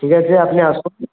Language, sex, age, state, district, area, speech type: Bengali, male, 18-30, West Bengal, Purulia, urban, conversation